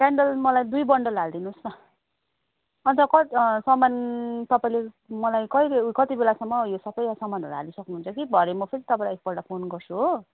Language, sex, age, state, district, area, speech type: Nepali, female, 30-45, West Bengal, Kalimpong, rural, conversation